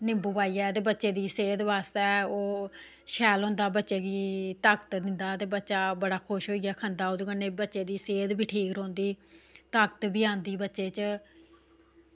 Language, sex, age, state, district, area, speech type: Dogri, female, 45-60, Jammu and Kashmir, Samba, rural, spontaneous